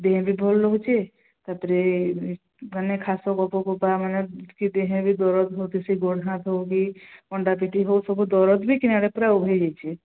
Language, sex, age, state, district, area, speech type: Odia, female, 30-45, Odisha, Sambalpur, rural, conversation